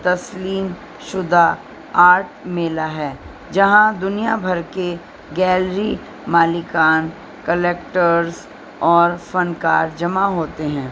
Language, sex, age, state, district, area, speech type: Urdu, female, 60+, Delhi, North East Delhi, urban, spontaneous